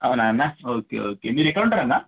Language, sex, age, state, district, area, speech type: Telugu, male, 18-30, Telangana, Medak, rural, conversation